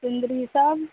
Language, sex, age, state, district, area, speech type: Maithili, female, 30-45, Bihar, Araria, rural, conversation